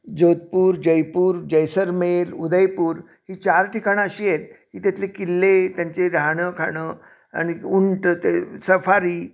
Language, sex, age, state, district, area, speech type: Marathi, male, 60+, Maharashtra, Sangli, urban, spontaneous